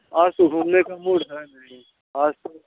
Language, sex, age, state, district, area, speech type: Hindi, male, 60+, Uttar Pradesh, Mirzapur, urban, conversation